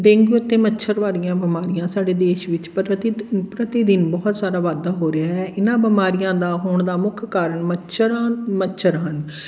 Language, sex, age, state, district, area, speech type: Punjabi, female, 45-60, Punjab, Fatehgarh Sahib, rural, spontaneous